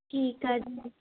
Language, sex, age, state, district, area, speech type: Punjabi, female, 18-30, Punjab, Hoshiarpur, rural, conversation